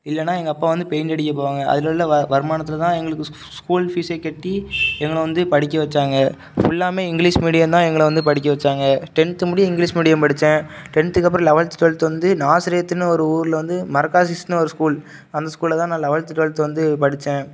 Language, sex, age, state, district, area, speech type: Tamil, male, 18-30, Tamil Nadu, Thoothukudi, urban, spontaneous